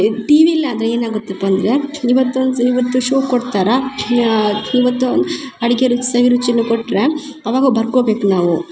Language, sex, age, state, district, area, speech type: Kannada, female, 30-45, Karnataka, Chikkamagaluru, rural, spontaneous